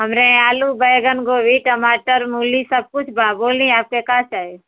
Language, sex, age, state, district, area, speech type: Hindi, female, 45-60, Uttar Pradesh, Mau, urban, conversation